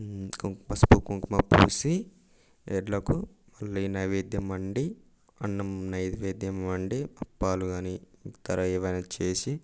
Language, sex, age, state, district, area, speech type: Telugu, male, 18-30, Telangana, Mancherial, rural, spontaneous